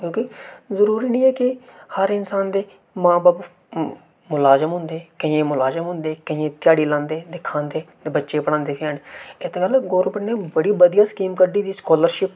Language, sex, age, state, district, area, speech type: Dogri, male, 18-30, Jammu and Kashmir, Reasi, urban, spontaneous